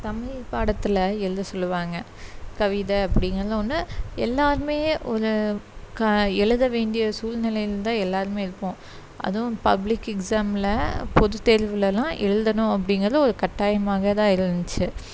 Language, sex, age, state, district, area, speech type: Tamil, female, 30-45, Tamil Nadu, Tiruppur, urban, spontaneous